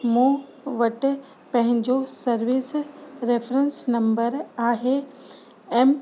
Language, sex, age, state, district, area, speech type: Sindhi, female, 30-45, Gujarat, Kutch, rural, read